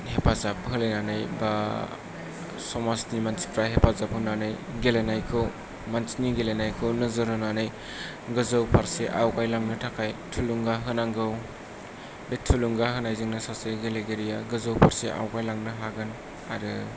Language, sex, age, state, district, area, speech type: Bodo, male, 18-30, Assam, Kokrajhar, rural, spontaneous